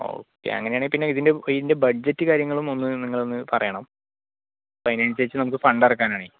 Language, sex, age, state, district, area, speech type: Malayalam, male, 30-45, Kerala, Palakkad, rural, conversation